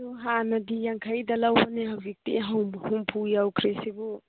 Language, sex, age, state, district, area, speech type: Manipuri, female, 30-45, Manipur, Churachandpur, rural, conversation